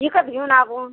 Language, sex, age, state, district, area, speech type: Marathi, female, 45-60, Maharashtra, Washim, rural, conversation